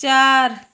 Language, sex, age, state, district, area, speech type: Hindi, female, 30-45, Uttar Pradesh, Azamgarh, rural, read